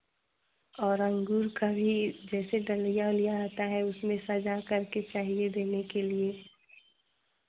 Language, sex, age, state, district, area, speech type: Hindi, female, 30-45, Uttar Pradesh, Chandauli, urban, conversation